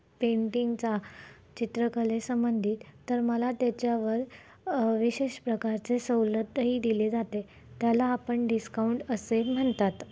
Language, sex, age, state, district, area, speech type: Marathi, female, 18-30, Maharashtra, Nashik, urban, spontaneous